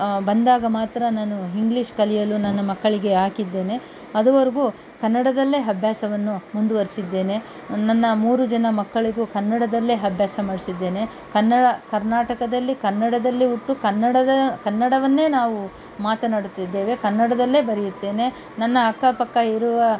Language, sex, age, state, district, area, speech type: Kannada, female, 45-60, Karnataka, Kolar, rural, spontaneous